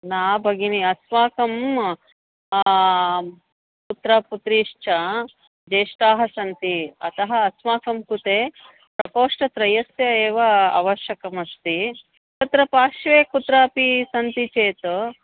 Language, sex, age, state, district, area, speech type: Sanskrit, female, 45-60, Karnataka, Bangalore Urban, urban, conversation